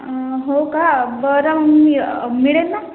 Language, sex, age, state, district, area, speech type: Marathi, female, 18-30, Maharashtra, Washim, rural, conversation